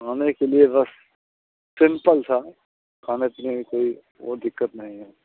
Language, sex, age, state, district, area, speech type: Hindi, male, 60+, Uttar Pradesh, Mirzapur, urban, conversation